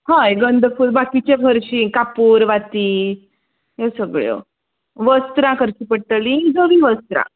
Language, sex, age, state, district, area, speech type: Goan Konkani, female, 30-45, Goa, Ponda, rural, conversation